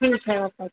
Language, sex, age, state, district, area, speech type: Hindi, female, 30-45, Madhya Pradesh, Hoshangabad, rural, conversation